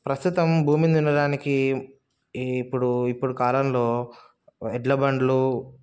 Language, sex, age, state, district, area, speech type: Telugu, male, 30-45, Telangana, Sangareddy, urban, spontaneous